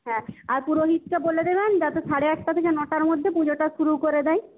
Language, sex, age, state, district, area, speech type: Bengali, female, 18-30, West Bengal, Paschim Medinipur, rural, conversation